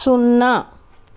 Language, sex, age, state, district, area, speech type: Telugu, female, 30-45, Andhra Pradesh, Sri Balaji, urban, read